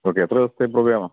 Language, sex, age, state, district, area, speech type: Malayalam, male, 45-60, Kerala, Kottayam, urban, conversation